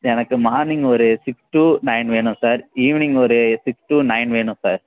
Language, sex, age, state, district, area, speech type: Tamil, male, 18-30, Tamil Nadu, Thanjavur, rural, conversation